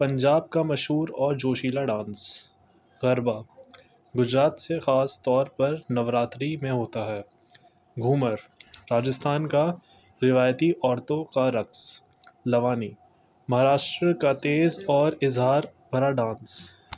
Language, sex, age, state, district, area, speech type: Urdu, male, 18-30, Delhi, North East Delhi, urban, spontaneous